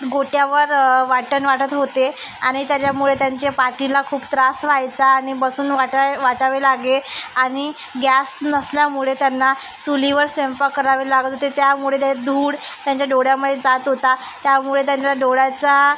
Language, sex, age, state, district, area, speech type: Marathi, female, 30-45, Maharashtra, Nagpur, urban, spontaneous